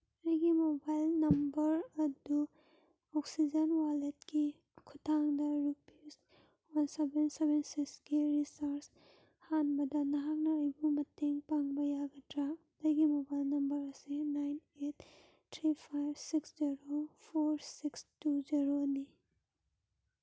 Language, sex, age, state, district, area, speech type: Manipuri, female, 30-45, Manipur, Kangpokpi, urban, read